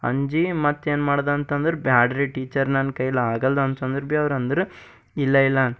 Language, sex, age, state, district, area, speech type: Kannada, male, 18-30, Karnataka, Bidar, urban, spontaneous